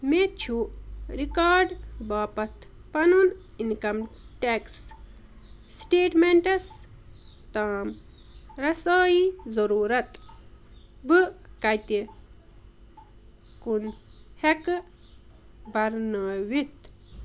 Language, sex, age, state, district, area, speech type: Kashmiri, female, 30-45, Jammu and Kashmir, Ganderbal, rural, read